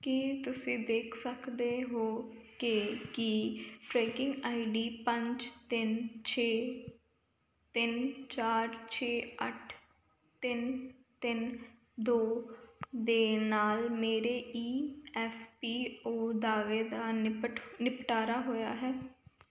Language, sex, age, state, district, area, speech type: Punjabi, female, 18-30, Punjab, Kapurthala, urban, read